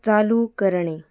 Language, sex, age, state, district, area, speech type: Marathi, female, 18-30, Maharashtra, Mumbai Suburban, rural, read